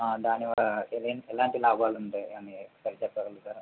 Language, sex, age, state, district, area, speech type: Telugu, male, 18-30, Telangana, Mulugu, rural, conversation